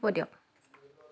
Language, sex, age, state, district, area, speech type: Assamese, female, 30-45, Assam, Dhemaji, urban, spontaneous